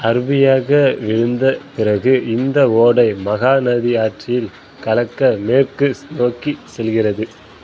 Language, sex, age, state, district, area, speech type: Tamil, male, 18-30, Tamil Nadu, Kallakurichi, rural, read